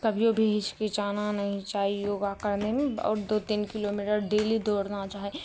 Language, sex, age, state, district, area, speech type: Maithili, female, 18-30, Bihar, Araria, rural, spontaneous